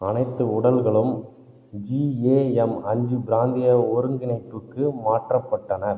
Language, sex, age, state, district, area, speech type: Tamil, male, 18-30, Tamil Nadu, Cuddalore, rural, read